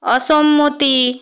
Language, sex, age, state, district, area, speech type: Bengali, female, 45-60, West Bengal, Hooghly, rural, read